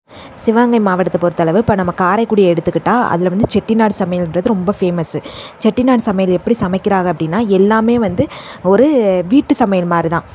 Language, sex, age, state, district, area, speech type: Tamil, female, 18-30, Tamil Nadu, Sivaganga, rural, spontaneous